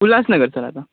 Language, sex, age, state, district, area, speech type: Marathi, male, 18-30, Maharashtra, Thane, urban, conversation